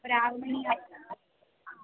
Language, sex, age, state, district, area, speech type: Malayalam, female, 18-30, Kerala, Alappuzha, rural, conversation